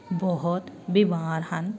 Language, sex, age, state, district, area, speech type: Punjabi, female, 30-45, Punjab, Amritsar, urban, spontaneous